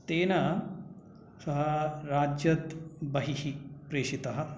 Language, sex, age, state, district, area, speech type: Sanskrit, male, 45-60, Karnataka, Bangalore Urban, urban, spontaneous